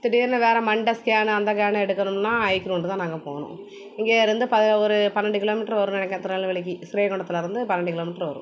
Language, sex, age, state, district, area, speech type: Tamil, female, 30-45, Tamil Nadu, Thoothukudi, urban, spontaneous